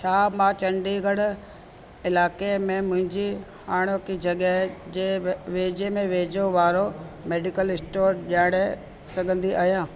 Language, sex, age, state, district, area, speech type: Sindhi, female, 45-60, Delhi, South Delhi, urban, read